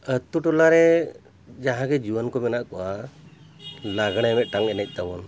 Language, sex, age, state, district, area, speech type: Santali, male, 60+, Jharkhand, Bokaro, rural, spontaneous